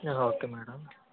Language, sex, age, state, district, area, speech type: Telugu, male, 60+, Andhra Pradesh, Kakinada, rural, conversation